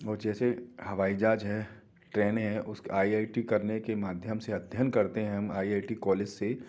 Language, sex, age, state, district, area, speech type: Hindi, male, 45-60, Madhya Pradesh, Gwalior, urban, spontaneous